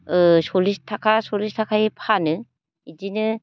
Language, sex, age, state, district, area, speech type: Bodo, female, 45-60, Assam, Baksa, rural, spontaneous